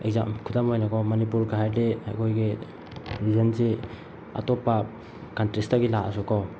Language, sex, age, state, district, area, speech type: Manipuri, male, 18-30, Manipur, Bishnupur, rural, spontaneous